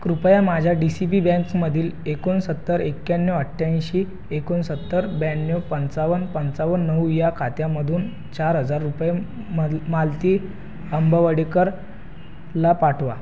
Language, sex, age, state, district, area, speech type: Marathi, male, 18-30, Maharashtra, Buldhana, urban, read